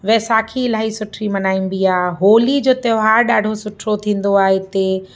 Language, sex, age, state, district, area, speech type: Sindhi, female, 45-60, Uttar Pradesh, Lucknow, urban, spontaneous